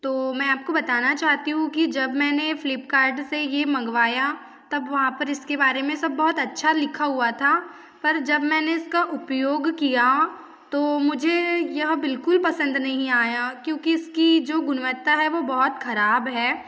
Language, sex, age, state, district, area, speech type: Hindi, female, 30-45, Madhya Pradesh, Betul, rural, spontaneous